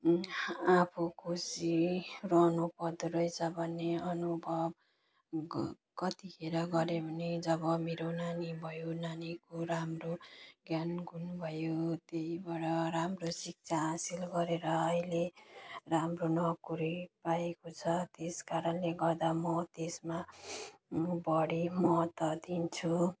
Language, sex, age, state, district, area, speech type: Nepali, female, 30-45, West Bengal, Jalpaiguri, rural, spontaneous